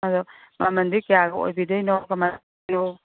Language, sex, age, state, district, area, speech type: Manipuri, female, 60+, Manipur, Imphal East, rural, conversation